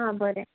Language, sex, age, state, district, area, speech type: Goan Konkani, female, 18-30, Goa, Ponda, rural, conversation